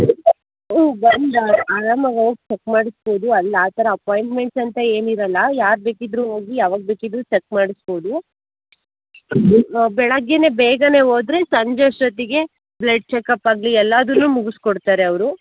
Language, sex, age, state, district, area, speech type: Kannada, female, 18-30, Karnataka, Tumkur, urban, conversation